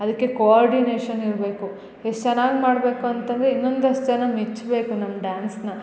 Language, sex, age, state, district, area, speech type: Kannada, female, 18-30, Karnataka, Hassan, rural, spontaneous